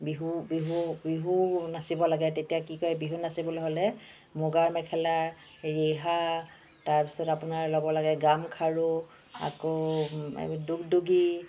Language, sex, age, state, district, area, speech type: Assamese, female, 45-60, Assam, Charaideo, urban, spontaneous